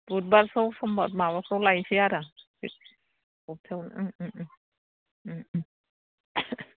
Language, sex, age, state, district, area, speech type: Bodo, female, 60+, Assam, Udalguri, rural, conversation